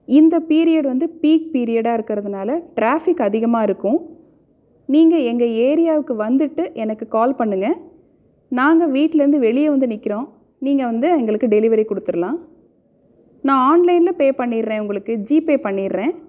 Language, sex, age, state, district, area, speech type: Tamil, female, 30-45, Tamil Nadu, Salem, urban, spontaneous